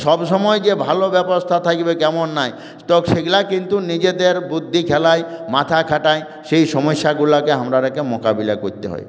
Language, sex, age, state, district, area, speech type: Bengali, male, 45-60, West Bengal, Purulia, urban, spontaneous